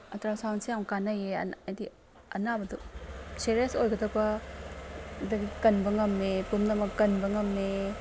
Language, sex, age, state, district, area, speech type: Manipuri, female, 30-45, Manipur, Imphal East, rural, spontaneous